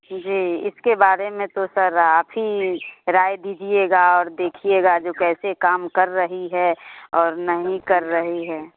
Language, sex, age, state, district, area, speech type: Hindi, female, 30-45, Bihar, Samastipur, urban, conversation